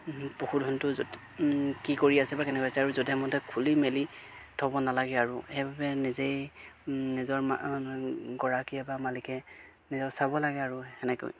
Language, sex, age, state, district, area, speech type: Assamese, male, 30-45, Assam, Golaghat, rural, spontaneous